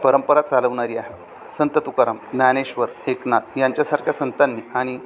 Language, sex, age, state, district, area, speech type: Marathi, male, 45-60, Maharashtra, Thane, rural, spontaneous